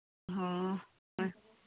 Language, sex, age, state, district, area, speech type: Manipuri, female, 45-60, Manipur, Churachandpur, urban, conversation